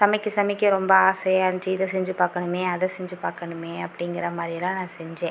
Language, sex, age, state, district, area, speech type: Tamil, female, 30-45, Tamil Nadu, Pudukkottai, rural, spontaneous